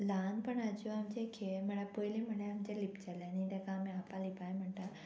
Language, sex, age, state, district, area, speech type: Goan Konkani, female, 18-30, Goa, Murmgao, rural, spontaneous